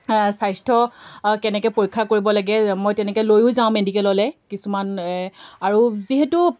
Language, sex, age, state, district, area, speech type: Assamese, female, 18-30, Assam, Golaghat, rural, spontaneous